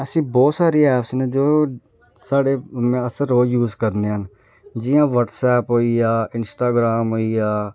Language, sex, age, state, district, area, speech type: Dogri, male, 18-30, Jammu and Kashmir, Reasi, rural, spontaneous